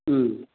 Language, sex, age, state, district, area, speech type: Manipuri, male, 45-60, Manipur, Kangpokpi, urban, conversation